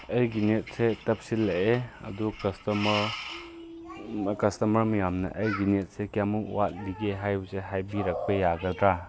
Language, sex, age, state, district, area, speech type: Manipuri, male, 18-30, Manipur, Chandel, rural, spontaneous